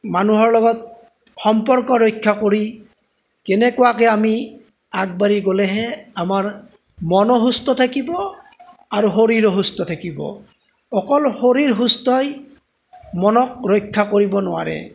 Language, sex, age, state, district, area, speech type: Assamese, male, 45-60, Assam, Golaghat, rural, spontaneous